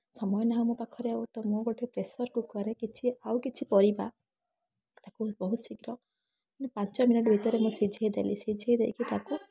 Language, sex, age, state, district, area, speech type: Odia, female, 18-30, Odisha, Balasore, rural, spontaneous